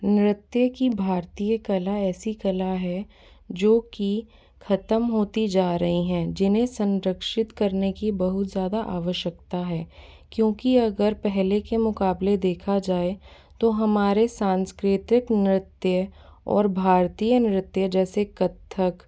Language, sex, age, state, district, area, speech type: Hindi, female, 30-45, Rajasthan, Jaipur, urban, spontaneous